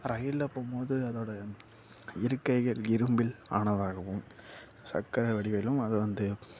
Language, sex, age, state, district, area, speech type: Tamil, male, 18-30, Tamil Nadu, Nagapattinam, rural, spontaneous